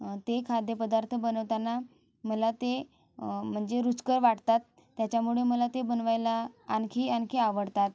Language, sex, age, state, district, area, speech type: Marathi, female, 18-30, Maharashtra, Gondia, rural, spontaneous